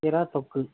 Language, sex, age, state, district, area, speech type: Tamil, male, 45-60, Tamil Nadu, Cuddalore, rural, conversation